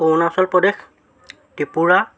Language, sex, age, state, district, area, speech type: Assamese, male, 45-60, Assam, Jorhat, urban, spontaneous